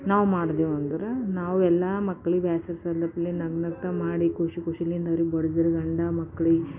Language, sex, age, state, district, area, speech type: Kannada, female, 45-60, Karnataka, Bidar, urban, spontaneous